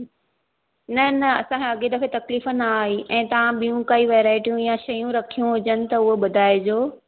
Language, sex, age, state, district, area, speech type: Sindhi, female, 30-45, Maharashtra, Thane, urban, conversation